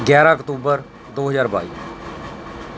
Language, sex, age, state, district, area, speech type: Punjabi, male, 45-60, Punjab, Mansa, urban, spontaneous